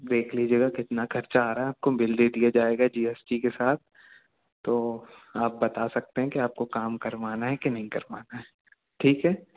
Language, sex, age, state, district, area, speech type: Hindi, male, 30-45, Madhya Pradesh, Jabalpur, urban, conversation